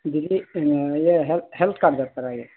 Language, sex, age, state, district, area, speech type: Odia, male, 45-60, Odisha, Sambalpur, rural, conversation